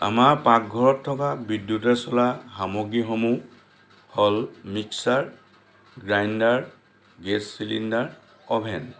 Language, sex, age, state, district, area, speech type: Assamese, male, 60+, Assam, Lakhimpur, urban, spontaneous